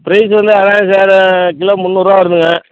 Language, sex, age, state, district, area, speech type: Tamil, male, 45-60, Tamil Nadu, Madurai, rural, conversation